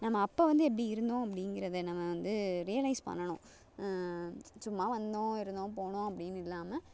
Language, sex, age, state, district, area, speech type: Tamil, female, 30-45, Tamil Nadu, Thanjavur, urban, spontaneous